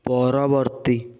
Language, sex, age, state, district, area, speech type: Odia, male, 18-30, Odisha, Kendujhar, urban, read